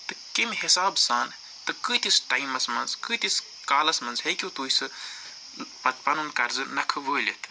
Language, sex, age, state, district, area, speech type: Kashmiri, male, 45-60, Jammu and Kashmir, Srinagar, urban, spontaneous